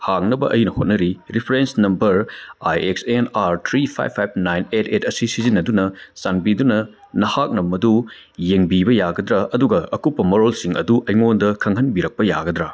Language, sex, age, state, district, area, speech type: Manipuri, male, 30-45, Manipur, Churachandpur, rural, read